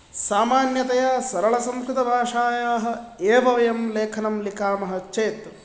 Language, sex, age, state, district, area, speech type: Sanskrit, male, 18-30, Karnataka, Dakshina Kannada, rural, spontaneous